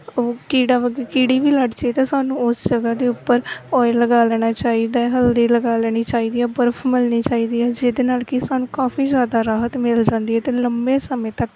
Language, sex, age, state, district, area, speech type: Punjabi, female, 18-30, Punjab, Gurdaspur, rural, spontaneous